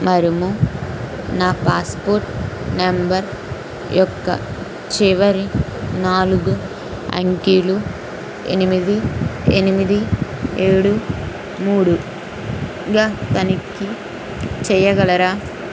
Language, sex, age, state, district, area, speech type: Telugu, female, 18-30, Andhra Pradesh, N T Rama Rao, urban, read